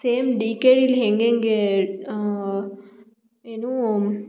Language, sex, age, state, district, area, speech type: Kannada, female, 18-30, Karnataka, Hassan, rural, spontaneous